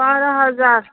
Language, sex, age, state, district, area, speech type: Urdu, female, 45-60, Uttar Pradesh, Rampur, urban, conversation